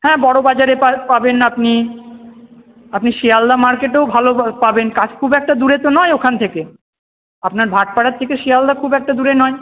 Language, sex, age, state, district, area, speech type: Bengali, male, 30-45, West Bengal, Paschim Bardhaman, urban, conversation